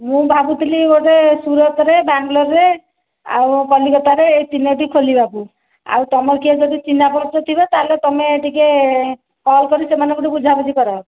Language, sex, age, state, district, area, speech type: Odia, female, 30-45, Odisha, Khordha, rural, conversation